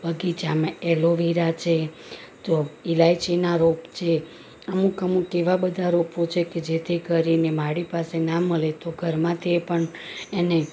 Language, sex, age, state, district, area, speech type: Gujarati, female, 30-45, Gujarat, Rajkot, rural, spontaneous